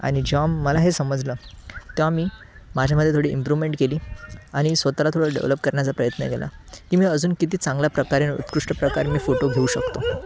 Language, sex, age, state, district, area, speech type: Marathi, male, 18-30, Maharashtra, Thane, urban, spontaneous